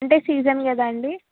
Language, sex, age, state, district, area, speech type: Telugu, female, 18-30, Telangana, Karimnagar, urban, conversation